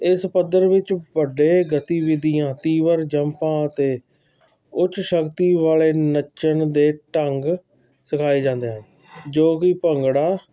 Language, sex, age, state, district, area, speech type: Punjabi, male, 45-60, Punjab, Hoshiarpur, urban, spontaneous